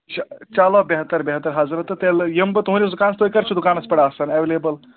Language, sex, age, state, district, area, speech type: Kashmiri, male, 18-30, Jammu and Kashmir, Kulgam, urban, conversation